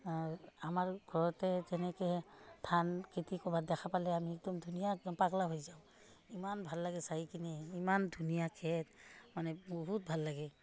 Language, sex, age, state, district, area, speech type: Assamese, female, 45-60, Assam, Udalguri, rural, spontaneous